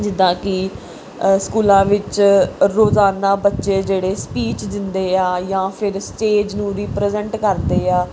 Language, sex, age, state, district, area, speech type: Punjabi, female, 18-30, Punjab, Pathankot, rural, spontaneous